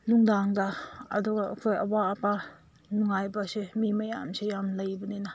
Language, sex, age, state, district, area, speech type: Manipuri, female, 30-45, Manipur, Senapati, urban, spontaneous